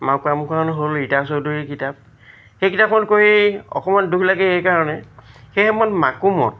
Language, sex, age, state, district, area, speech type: Assamese, male, 60+, Assam, Charaideo, urban, spontaneous